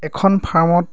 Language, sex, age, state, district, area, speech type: Assamese, male, 30-45, Assam, Majuli, urban, spontaneous